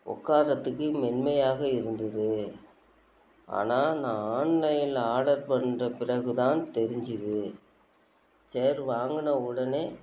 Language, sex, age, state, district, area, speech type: Tamil, female, 45-60, Tamil Nadu, Nagapattinam, rural, spontaneous